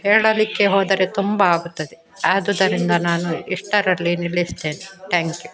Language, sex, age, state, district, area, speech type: Kannada, female, 60+, Karnataka, Udupi, rural, spontaneous